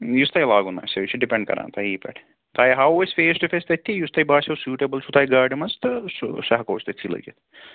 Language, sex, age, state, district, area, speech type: Kashmiri, male, 30-45, Jammu and Kashmir, Srinagar, urban, conversation